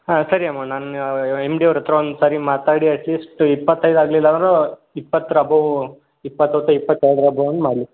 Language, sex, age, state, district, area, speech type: Kannada, male, 18-30, Karnataka, Dharwad, urban, conversation